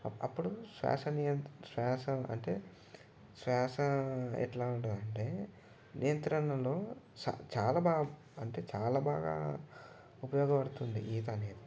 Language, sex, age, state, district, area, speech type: Telugu, male, 18-30, Telangana, Ranga Reddy, urban, spontaneous